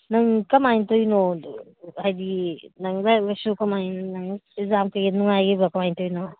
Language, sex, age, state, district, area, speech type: Manipuri, female, 30-45, Manipur, Kakching, rural, conversation